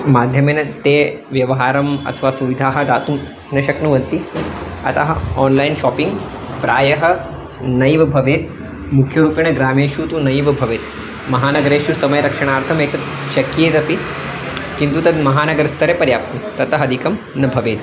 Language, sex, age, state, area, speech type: Sanskrit, male, 30-45, Madhya Pradesh, urban, spontaneous